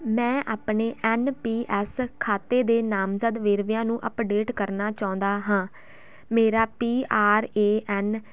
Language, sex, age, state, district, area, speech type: Punjabi, female, 18-30, Punjab, Firozpur, rural, read